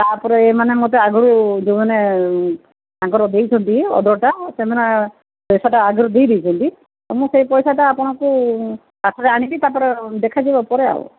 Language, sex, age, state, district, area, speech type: Odia, female, 45-60, Odisha, Sundergarh, rural, conversation